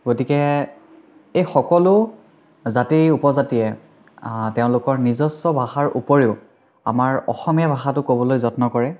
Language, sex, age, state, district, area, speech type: Assamese, male, 18-30, Assam, Biswanath, rural, spontaneous